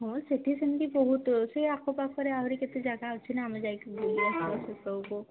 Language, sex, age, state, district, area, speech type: Odia, female, 18-30, Odisha, Mayurbhanj, rural, conversation